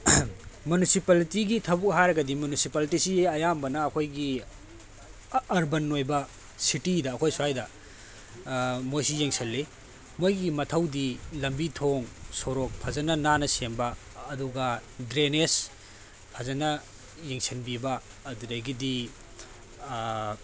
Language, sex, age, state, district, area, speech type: Manipuri, male, 30-45, Manipur, Tengnoupal, rural, spontaneous